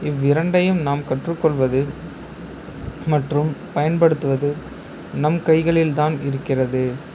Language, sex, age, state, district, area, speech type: Tamil, male, 30-45, Tamil Nadu, Ariyalur, rural, spontaneous